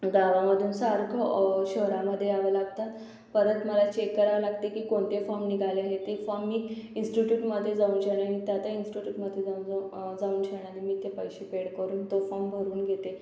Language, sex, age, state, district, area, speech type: Marathi, female, 45-60, Maharashtra, Akola, urban, spontaneous